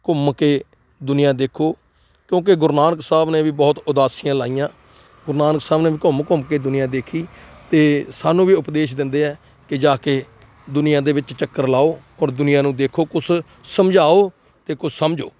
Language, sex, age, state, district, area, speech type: Punjabi, male, 60+, Punjab, Rupnagar, rural, spontaneous